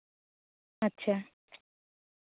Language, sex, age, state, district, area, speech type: Santali, female, 18-30, Jharkhand, Seraikela Kharsawan, rural, conversation